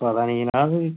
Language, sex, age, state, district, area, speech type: Dogri, male, 18-30, Jammu and Kashmir, Udhampur, rural, conversation